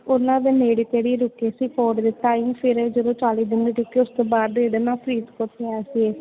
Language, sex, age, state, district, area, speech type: Punjabi, female, 18-30, Punjab, Faridkot, urban, conversation